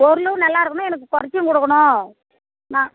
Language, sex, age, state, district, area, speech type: Tamil, female, 60+, Tamil Nadu, Tiruvannamalai, rural, conversation